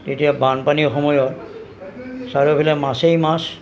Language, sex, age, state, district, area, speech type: Assamese, male, 45-60, Assam, Nalbari, rural, spontaneous